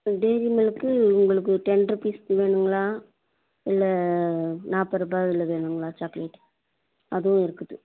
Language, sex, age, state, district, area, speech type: Tamil, female, 30-45, Tamil Nadu, Ranipet, urban, conversation